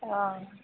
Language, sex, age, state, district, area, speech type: Dogri, female, 18-30, Jammu and Kashmir, Udhampur, rural, conversation